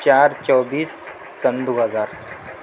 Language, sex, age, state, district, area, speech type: Urdu, male, 60+, Uttar Pradesh, Mau, urban, spontaneous